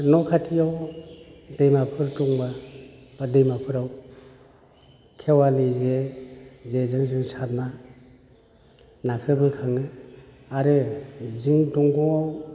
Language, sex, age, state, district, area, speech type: Bodo, male, 45-60, Assam, Udalguri, urban, spontaneous